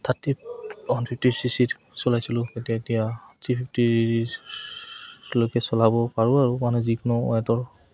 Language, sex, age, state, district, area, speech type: Assamese, male, 30-45, Assam, Goalpara, rural, spontaneous